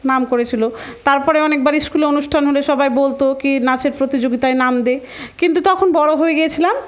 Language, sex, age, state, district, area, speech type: Bengali, female, 30-45, West Bengal, Murshidabad, rural, spontaneous